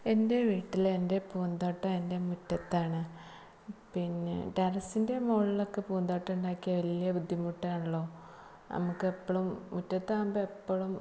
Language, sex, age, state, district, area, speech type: Malayalam, female, 30-45, Kerala, Malappuram, rural, spontaneous